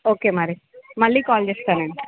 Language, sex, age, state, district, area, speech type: Telugu, female, 30-45, Andhra Pradesh, Srikakulam, urban, conversation